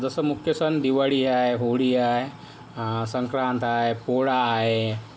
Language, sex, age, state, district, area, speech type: Marathi, male, 18-30, Maharashtra, Yavatmal, rural, spontaneous